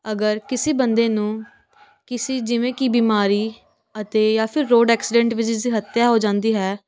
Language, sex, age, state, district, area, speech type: Punjabi, female, 18-30, Punjab, Patiala, urban, spontaneous